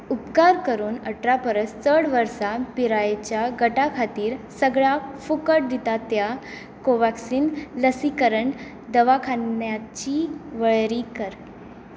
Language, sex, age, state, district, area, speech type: Goan Konkani, female, 18-30, Goa, Tiswadi, rural, read